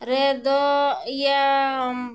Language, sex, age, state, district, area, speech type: Santali, female, 45-60, Jharkhand, Bokaro, rural, spontaneous